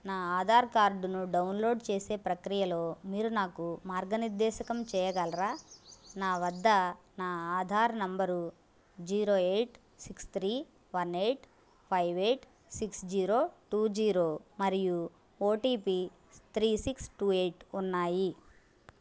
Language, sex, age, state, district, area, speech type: Telugu, female, 18-30, Andhra Pradesh, Bapatla, urban, read